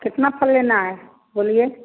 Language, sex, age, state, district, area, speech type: Hindi, female, 30-45, Bihar, Samastipur, rural, conversation